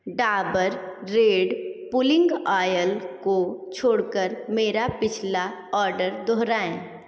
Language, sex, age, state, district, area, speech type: Hindi, female, 30-45, Uttar Pradesh, Sonbhadra, rural, read